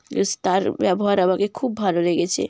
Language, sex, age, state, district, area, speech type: Bengali, female, 18-30, West Bengal, Jalpaiguri, rural, spontaneous